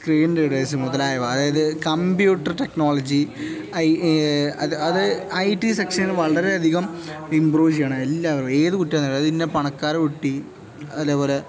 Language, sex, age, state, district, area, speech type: Malayalam, male, 18-30, Kerala, Kozhikode, rural, spontaneous